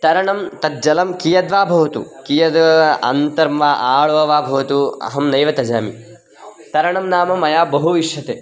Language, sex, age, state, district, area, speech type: Sanskrit, male, 18-30, Karnataka, Raichur, rural, spontaneous